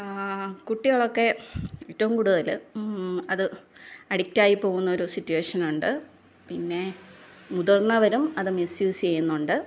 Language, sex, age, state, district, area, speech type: Malayalam, female, 30-45, Kerala, Thiruvananthapuram, rural, spontaneous